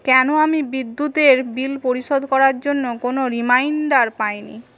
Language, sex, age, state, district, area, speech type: Bengali, female, 18-30, West Bengal, Paschim Medinipur, rural, read